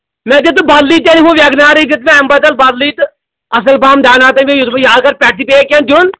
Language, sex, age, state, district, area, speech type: Kashmiri, male, 45-60, Jammu and Kashmir, Anantnag, rural, conversation